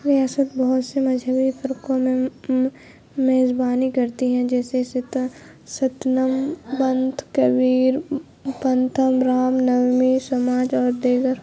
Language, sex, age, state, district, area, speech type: Urdu, female, 18-30, Bihar, Khagaria, rural, read